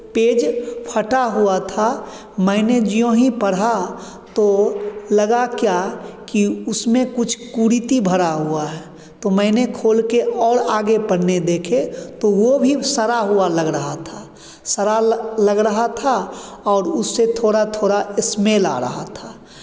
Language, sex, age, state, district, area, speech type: Hindi, male, 45-60, Bihar, Begusarai, urban, spontaneous